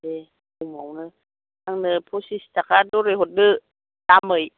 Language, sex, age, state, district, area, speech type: Bodo, female, 45-60, Assam, Chirang, rural, conversation